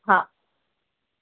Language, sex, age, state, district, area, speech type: Sindhi, female, 30-45, Madhya Pradesh, Katni, rural, conversation